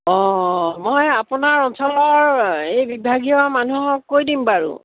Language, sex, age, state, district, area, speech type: Assamese, female, 60+, Assam, Udalguri, rural, conversation